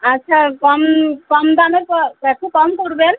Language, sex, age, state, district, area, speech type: Bengali, female, 30-45, West Bengal, Uttar Dinajpur, urban, conversation